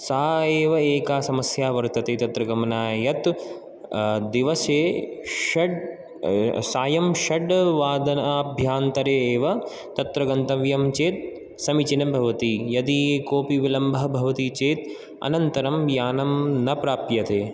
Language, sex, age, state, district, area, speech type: Sanskrit, male, 18-30, Rajasthan, Jaipur, urban, spontaneous